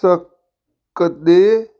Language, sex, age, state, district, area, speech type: Punjabi, male, 45-60, Punjab, Fazilka, rural, read